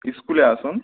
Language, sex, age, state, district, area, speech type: Bengali, male, 18-30, West Bengal, Malda, rural, conversation